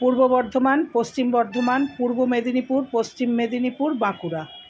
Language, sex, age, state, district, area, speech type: Bengali, female, 60+, West Bengal, Purba Bardhaman, urban, spontaneous